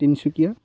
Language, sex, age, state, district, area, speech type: Assamese, male, 18-30, Assam, Sivasagar, rural, spontaneous